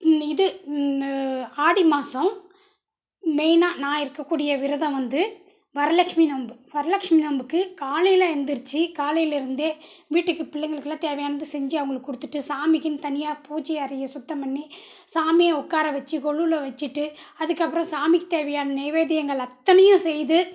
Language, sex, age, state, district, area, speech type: Tamil, female, 30-45, Tamil Nadu, Dharmapuri, rural, spontaneous